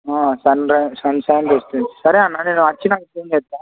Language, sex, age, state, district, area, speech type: Telugu, male, 18-30, Telangana, Kamareddy, urban, conversation